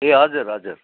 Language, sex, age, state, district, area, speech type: Nepali, male, 30-45, West Bengal, Darjeeling, rural, conversation